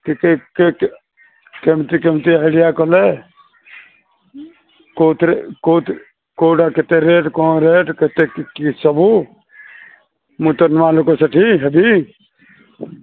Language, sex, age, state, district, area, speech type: Odia, male, 45-60, Odisha, Sambalpur, rural, conversation